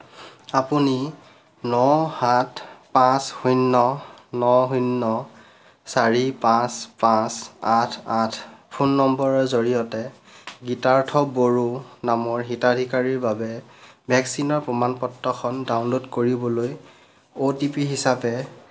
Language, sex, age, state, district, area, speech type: Assamese, male, 18-30, Assam, Lakhimpur, rural, read